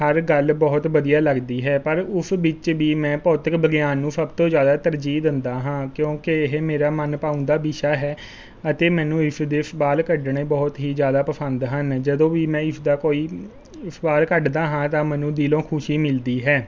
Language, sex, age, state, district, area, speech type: Punjabi, male, 18-30, Punjab, Rupnagar, rural, spontaneous